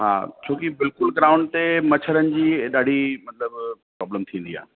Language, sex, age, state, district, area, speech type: Sindhi, male, 30-45, Delhi, South Delhi, urban, conversation